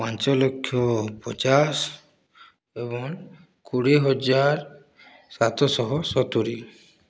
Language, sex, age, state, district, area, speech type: Odia, male, 18-30, Odisha, Boudh, rural, spontaneous